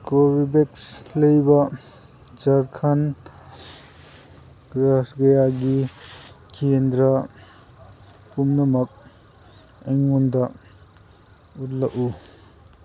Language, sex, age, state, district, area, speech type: Manipuri, male, 30-45, Manipur, Kangpokpi, urban, read